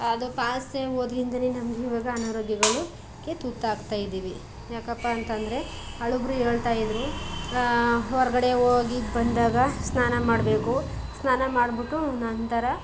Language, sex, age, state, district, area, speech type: Kannada, female, 30-45, Karnataka, Chamarajanagar, rural, spontaneous